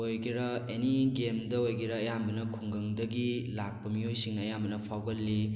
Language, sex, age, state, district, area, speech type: Manipuri, male, 18-30, Manipur, Thoubal, rural, spontaneous